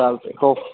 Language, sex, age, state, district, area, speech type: Marathi, male, 18-30, Maharashtra, Nanded, urban, conversation